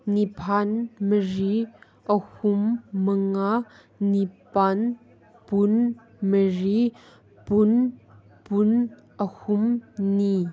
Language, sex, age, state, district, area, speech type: Manipuri, female, 18-30, Manipur, Kangpokpi, urban, read